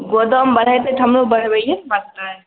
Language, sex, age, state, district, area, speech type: Maithili, female, 18-30, Bihar, Begusarai, urban, conversation